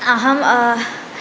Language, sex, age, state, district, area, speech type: Sanskrit, female, 18-30, Kerala, Malappuram, rural, spontaneous